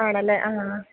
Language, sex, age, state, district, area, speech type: Malayalam, female, 30-45, Kerala, Idukki, rural, conversation